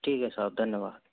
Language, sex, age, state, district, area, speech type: Hindi, male, 30-45, Rajasthan, Jodhpur, rural, conversation